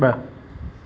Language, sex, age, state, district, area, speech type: Sindhi, male, 60+, Maharashtra, Mumbai City, urban, read